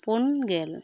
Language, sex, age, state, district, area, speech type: Santali, female, 30-45, West Bengal, Bankura, rural, spontaneous